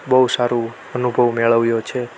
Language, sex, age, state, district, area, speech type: Gujarati, male, 18-30, Gujarat, Ahmedabad, urban, spontaneous